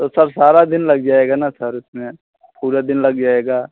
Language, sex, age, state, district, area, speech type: Hindi, male, 45-60, Uttar Pradesh, Pratapgarh, rural, conversation